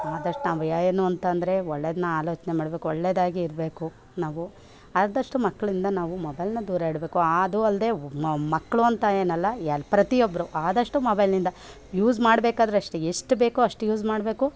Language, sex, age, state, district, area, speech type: Kannada, female, 45-60, Karnataka, Mandya, urban, spontaneous